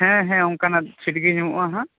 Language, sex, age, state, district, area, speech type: Santali, male, 18-30, West Bengal, Bankura, rural, conversation